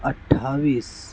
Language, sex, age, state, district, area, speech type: Urdu, male, 60+, Maharashtra, Nashik, urban, spontaneous